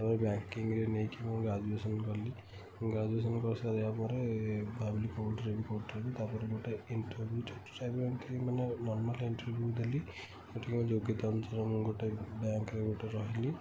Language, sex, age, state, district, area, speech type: Odia, male, 60+, Odisha, Kendujhar, urban, spontaneous